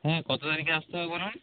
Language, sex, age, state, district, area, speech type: Bengali, male, 30-45, West Bengal, Nadia, rural, conversation